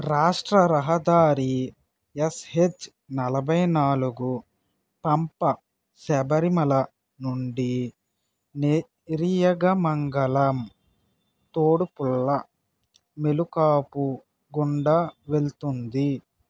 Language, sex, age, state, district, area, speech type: Telugu, male, 30-45, Andhra Pradesh, Kakinada, rural, read